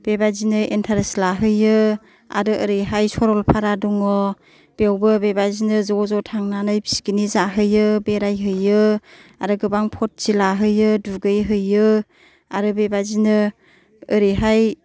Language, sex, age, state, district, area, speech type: Bodo, female, 60+, Assam, Kokrajhar, urban, spontaneous